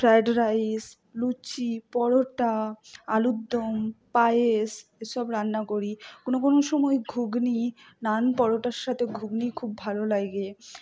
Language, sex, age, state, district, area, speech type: Bengali, female, 18-30, West Bengal, Purba Bardhaman, urban, spontaneous